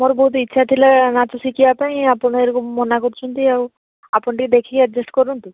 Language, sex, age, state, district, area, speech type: Odia, female, 30-45, Odisha, Balasore, rural, conversation